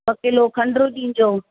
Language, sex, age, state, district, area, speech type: Sindhi, female, 60+, Uttar Pradesh, Lucknow, urban, conversation